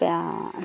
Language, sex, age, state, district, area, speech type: Malayalam, female, 45-60, Kerala, Idukki, rural, spontaneous